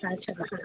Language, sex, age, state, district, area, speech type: Gujarati, male, 60+, Gujarat, Aravalli, urban, conversation